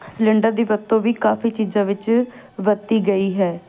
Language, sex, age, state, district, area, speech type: Punjabi, female, 18-30, Punjab, Ludhiana, urban, spontaneous